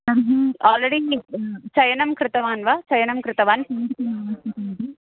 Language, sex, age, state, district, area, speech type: Sanskrit, female, 18-30, Andhra Pradesh, N T Rama Rao, urban, conversation